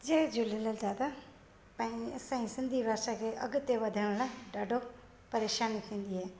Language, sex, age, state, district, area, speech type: Sindhi, female, 45-60, Gujarat, Junagadh, urban, spontaneous